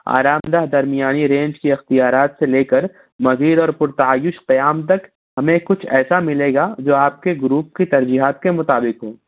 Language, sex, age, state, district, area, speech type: Urdu, male, 60+, Maharashtra, Nashik, urban, conversation